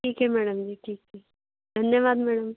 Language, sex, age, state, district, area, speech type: Hindi, female, 60+, Madhya Pradesh, Bhopal, urban, conversation